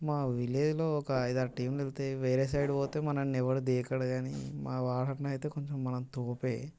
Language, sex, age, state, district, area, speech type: Telugu, male, 18-30, Telangana, Mancherial, rural, spontaneous